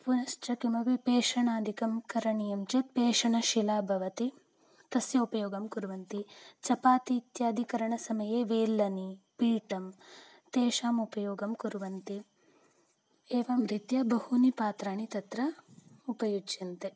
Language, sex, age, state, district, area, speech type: Sanskrit, female, 18-30, Karnataka, Uttara Kannada, rural, spontaneous